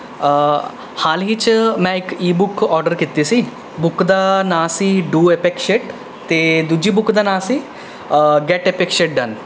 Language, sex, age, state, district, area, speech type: Punjabi, male, 18-30, Punjab, Rupnagar, urban, spontaneous